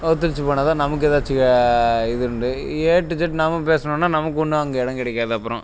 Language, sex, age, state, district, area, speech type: Tamil, male, 30-45, Tamil Nadu, Dharmapuri, rural, spontaneous